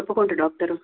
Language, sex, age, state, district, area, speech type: Telugu, female, 30-45, Andhra Pradesh, Krishna, urban, conversation